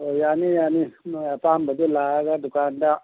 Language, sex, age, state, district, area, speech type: Manipuri, male, 45-60, Manipur, Churachandpur, urban, conversation